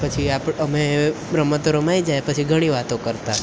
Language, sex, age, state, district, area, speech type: Gujarati, male, 18-30, Gujarat, Valsad, rural, spontaneous